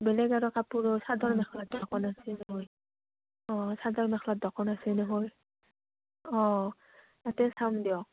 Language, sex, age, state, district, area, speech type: Assamese, female, 18-30, Assam, Udalguri, rural, conversation